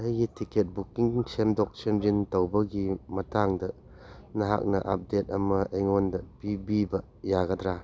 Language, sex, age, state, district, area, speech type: Manipuri, male, 60+, Manipur, Churachandpur, rural, read